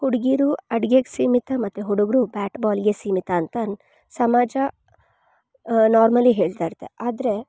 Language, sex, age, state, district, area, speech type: Kannada, female, 18-30, Karnataka, Chikkamagaluru, rural, spontaneous